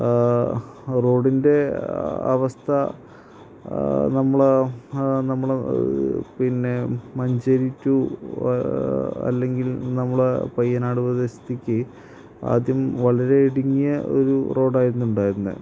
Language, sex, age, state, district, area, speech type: Malayalam, male, 30-45, Kerala, Malappuram, rural, spontaneous